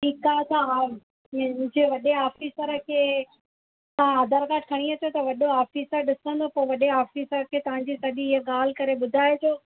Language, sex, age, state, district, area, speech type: Sindhi, female, 18-30, Rajasthan, Ajmer, urban, conversation